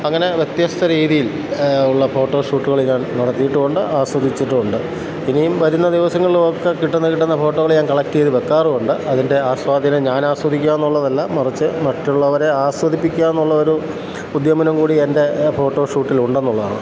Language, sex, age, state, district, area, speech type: Malayalam, male, 45-60, Kerala, Kottayam, urban, spontaneous